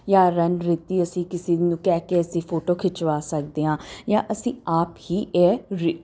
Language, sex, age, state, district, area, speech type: Punjabi, female, 30-45, Punjab, Jalandhar, urban, spontaneous